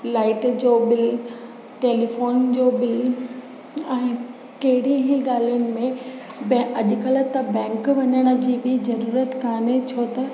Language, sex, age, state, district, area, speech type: Sindhi, female, 30-45, Gujarat, Kutch, rural, spontaneous